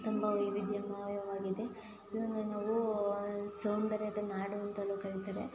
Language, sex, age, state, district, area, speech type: Kannada, female, 18-30, Karnataka, Hassan, rural, spontaneous